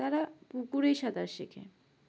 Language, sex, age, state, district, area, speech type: Bengali, female, 18-30, West Bengal, Uttar Dinajpur, urban, spontaneous